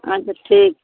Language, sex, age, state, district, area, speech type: Maithili, female, 45-60, Bihar, Darbhanga, rural, conversation